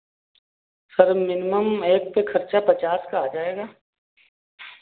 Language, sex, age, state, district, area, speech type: Hindi, male, 45-60, Uttar Pradesh, Sitapur, rural, conversation